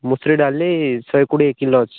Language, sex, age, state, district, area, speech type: Odia, male, 18-30, Odisha, Koraput, urban, conversation